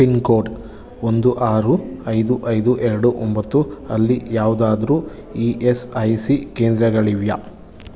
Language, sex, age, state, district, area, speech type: Kannada, male, 30-45, Karnataka, Bangalore Urban, urban, read